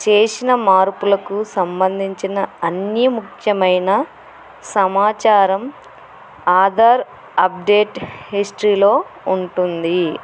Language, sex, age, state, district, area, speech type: Telugu, female, 45-60, Andhra Pradesh, Kurnool, urban, spontaneous